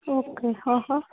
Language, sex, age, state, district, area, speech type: Gujarati, female, 30-45, Gujarat, Morbi, urban, conversation